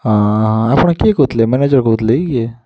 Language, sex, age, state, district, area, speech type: Odia, male, 18-30, Odisha, Kalahandi, rural, spontaneous